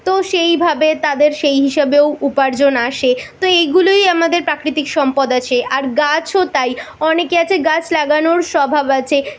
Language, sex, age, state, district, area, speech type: Bengali, female, 18-30, West Bengal, Kolkata, urban, spontaneous